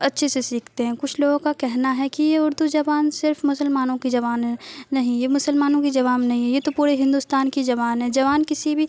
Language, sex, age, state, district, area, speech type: Urdu, female, 30-45, Bihar, Supaul, urban, spontaneous